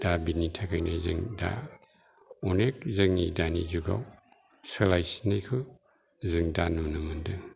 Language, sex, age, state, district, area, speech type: Bodo, male, 60+, Assam, Kokrajhar, rural, spontaneous